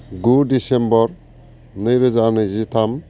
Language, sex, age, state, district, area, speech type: Bodo, male, 45-60, Assam, Baksa, urban, spontaneous